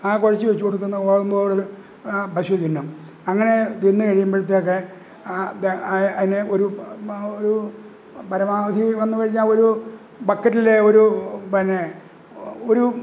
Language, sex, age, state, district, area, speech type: Malayalam, male, 60+, Kerala, Kottayam, rural, spontaneous